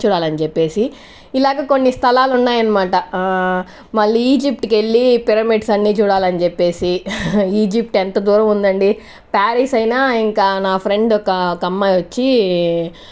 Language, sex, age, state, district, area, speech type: Telugu, female, 30-45, Andhra Pradesh, Sri Balaji, rural, spontaneous